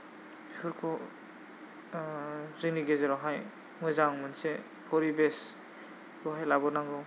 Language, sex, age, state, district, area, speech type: Bodo, male, 18-30, Assam, Kokrajhar, rural, spontaneous